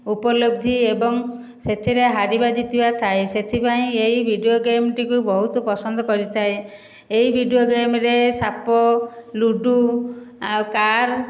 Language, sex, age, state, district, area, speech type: Odia, female, 60+, Odisha, Khordha, rural, spontaneous